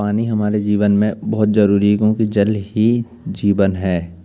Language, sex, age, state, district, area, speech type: Hindi, male, 18-30, Madhya Pradesh, Jabalpur, urban, spontaneous